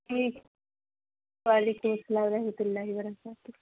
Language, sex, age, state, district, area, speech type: Urdu, female, 30-45, Uttar Pradesh, Lucknow, rural, conversation